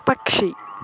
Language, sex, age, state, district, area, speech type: Telugu, female, 30-45, Andhra Pradesh, Eluru, rural, read